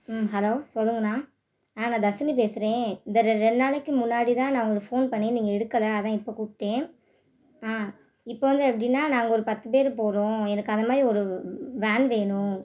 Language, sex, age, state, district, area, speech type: Tamil, female, 18-30, Tamil Nadu, Madurai, urban, spontaneous